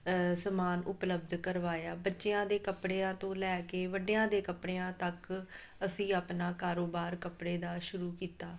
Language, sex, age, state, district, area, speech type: Punjabi, female, 30-45, Punjab, Amritsar, rural, spontaneous